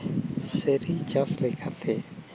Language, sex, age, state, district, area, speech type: Santali, male, 30-45, Jharkhand, East Singhbhum, rural, spontaneous